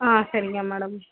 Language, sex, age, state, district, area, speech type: Tamil, female, 18-30, Tamil Nadu, Nagapattinam, rural, conversation